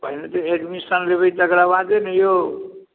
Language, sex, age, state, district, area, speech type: Maithili, male, 45-60, Bihar, Darbhanga, rural, conversation